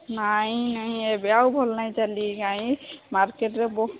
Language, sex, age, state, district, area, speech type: Odia, female, 30-45, Odisha, Sambalpur, rural, conversation